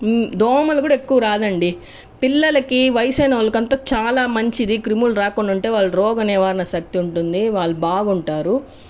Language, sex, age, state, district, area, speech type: Telugu, female, 45-60, Andhra Pradesh, Chittoor, rural, spontaneous